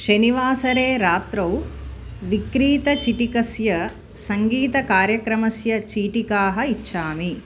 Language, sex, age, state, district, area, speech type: Sanskrit, female, 45-60, Telangana, Bhadradri Kothagudem, urban, read